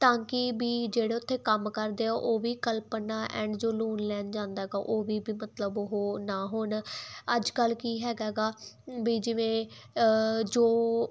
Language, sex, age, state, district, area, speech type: Punjabi, female, 18-30, Punjab, Muktsar, urban, spontaneous